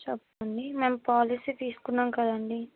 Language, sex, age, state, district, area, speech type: Telugu, female, 18-30, Telangana, Mancherial, rural, conversation